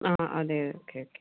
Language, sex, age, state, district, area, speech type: Malayalam, female, 30-45, Kerala, Ernakulam, urban, conversation